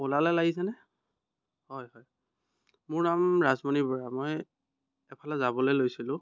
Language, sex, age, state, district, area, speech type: Assamese, male, 30-45, Assam, Biswanath, rural, spontaneous